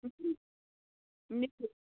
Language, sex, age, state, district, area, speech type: Kashmiri, female, 30-45, Jammu and Kashmir, Bandipora, rural, conversation